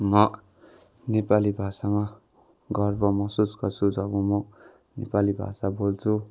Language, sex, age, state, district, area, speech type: Nepali, male, 18-30, West Bengal, Darjeeling, rural, spontaneous